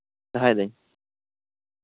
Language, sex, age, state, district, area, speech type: Santali, male, 18-30, West Bengal, Birbhum, rural, conversation